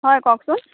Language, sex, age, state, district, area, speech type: Assamese, female, 30-45, Assam, Lakhimpur, rural, conversation